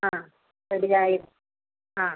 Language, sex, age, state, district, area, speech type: Malayalam, female, 45-60, Kerala, Kottayam, rural, conversation